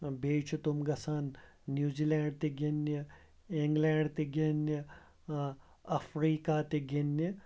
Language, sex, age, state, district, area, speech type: Kashmiri, male, 30-45, Jammu and Kashmir, Srinagar, urban, spontaneous